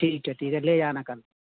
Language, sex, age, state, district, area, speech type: Hindi, male, 30-45, Madhya Pradesh, Gwalior, rural, conversation